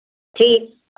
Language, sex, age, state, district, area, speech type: Hindi, female, 60+, Uttar Pradesh, Hardoi, rural, conversation